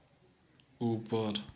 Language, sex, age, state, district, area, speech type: Hindi, male, 30-45, Uttar Pradesh, Prayagraj, rural, read